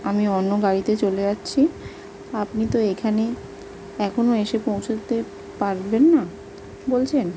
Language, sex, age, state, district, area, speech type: Bengali, female, 18-30, West Bengal, South 24 Parganas, rural, spontaneous